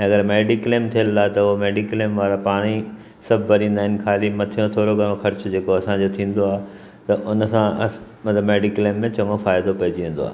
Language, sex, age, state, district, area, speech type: Sindhi, male, 60+, Maharashtra, Mumbai Suburban, urban, spontaneous